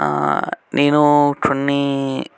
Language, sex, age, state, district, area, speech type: Telugu, male, 18-30, Telangana, Medchal, urban, spontaneous